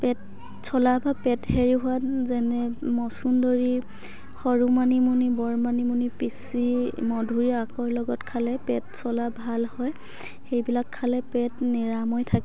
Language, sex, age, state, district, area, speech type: Assamese, female, 45-60, Assam, Dhemaji, rural, spontaneous